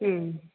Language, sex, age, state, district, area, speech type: Malayalam, female, 45-60, Kerala, Idukki, rural, conversation